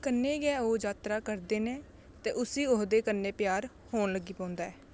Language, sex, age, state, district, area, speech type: Dogri, female, 18-30, Jammu and Kashmir, Kathua, rural, read